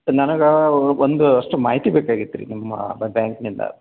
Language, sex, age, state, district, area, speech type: Kannada, male, 45-60, Karnataka, Koppal, rural, conversation